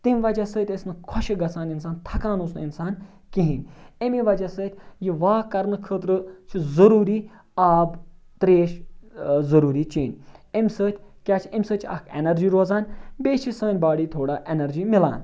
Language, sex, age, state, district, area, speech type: Kashmiri, male, 30-45, Jammu and Kashmir, Ganderbal, rural, spontaneous